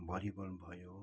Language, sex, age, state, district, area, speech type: Nepali, male, 60+, West Bengal, Kalimpong, rural, spontaneous